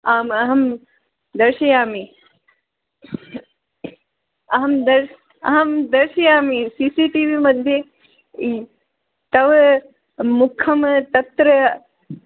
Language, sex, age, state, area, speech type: Sanskrit, other, 18-30, Rajasthan, urban, conversation